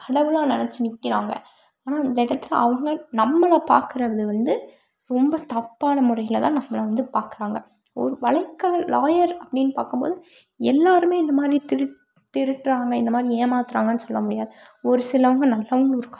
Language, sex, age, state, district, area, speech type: Tamil, female, 18-30, Tamil Nadu, Tiruppur, rural, spontaneous